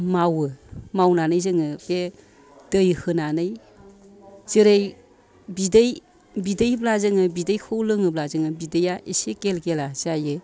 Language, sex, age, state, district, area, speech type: Bodo, female, 45-60, Assam, Kokrajhar, urban, spontaneous